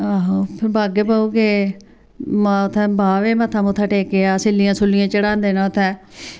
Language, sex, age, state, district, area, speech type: Dogri, female, 45-60, Jammu and Kashmir, Samba, rural, spontaneous